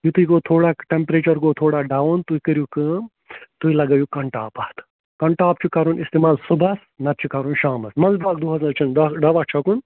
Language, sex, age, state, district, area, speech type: Kashmiri, male, 30-45, Jammu and Kashmir, Bandipora, rural, conversation